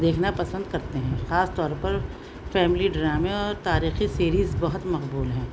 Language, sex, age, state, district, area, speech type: Urdu, female, 60+, Delhi, Central Delhi, urban, spontaneous